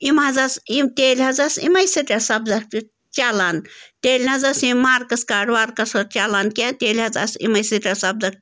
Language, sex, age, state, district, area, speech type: Kashmiri, female, 30-45, Jammu and Kashmir, Bandipora, rural, spontaneous